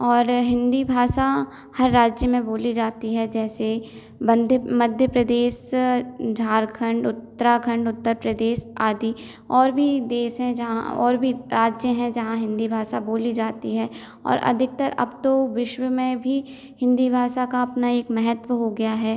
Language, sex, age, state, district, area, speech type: Hindi, female, 18-30, Madhya Pradesh, Hoshangabad, urban, spontaneous